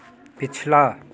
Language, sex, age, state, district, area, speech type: Hindi, male, 30-45, Bihar, Muzaffarpur, rural, read